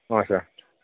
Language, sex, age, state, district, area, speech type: Kashmiri, male, 18-30, Jammu and Kashmir, Baramulla, rural, conversation